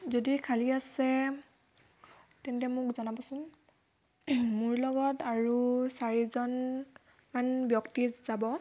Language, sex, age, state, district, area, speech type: Assamese, female, 18-30, Assam, Tinsukia, urban, spontaneous